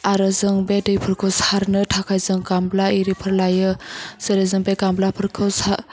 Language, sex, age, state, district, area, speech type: Bodo, female, 30-45, Assam, Chirang, rural, spontaneous